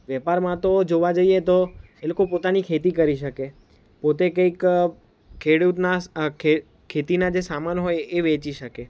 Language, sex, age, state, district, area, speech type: Gujarati, male, 18-30, Gujarat, Valsad, urban, spontaneous